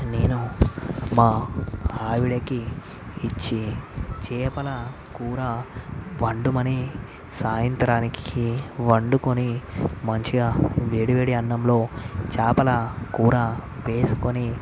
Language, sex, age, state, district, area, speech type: Telugu, male, 30-45, Andhra Pradesh, Visakhapatnam, urban, spontaneous